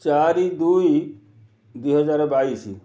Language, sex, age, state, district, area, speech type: Odia, male, 45-60, Odisha, Kendrapara, urban, spontaneous